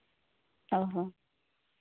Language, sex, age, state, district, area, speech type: Santali, female, 30-45, Jharkhand, Seraikela Kharsawan, rural, conversation